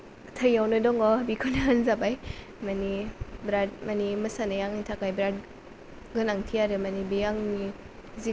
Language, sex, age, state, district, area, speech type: Bodo, female, 18-30, Assam, Kokrajhar, rural, spontaneous